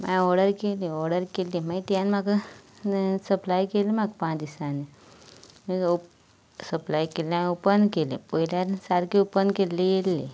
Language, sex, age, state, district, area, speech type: Goan Konkani, female, 18-30, Goa, Canacona, rural, spontaneous